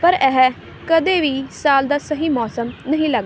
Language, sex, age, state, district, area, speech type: Punjabi, female, 18-30, Punjab, Ludhiana, rural, read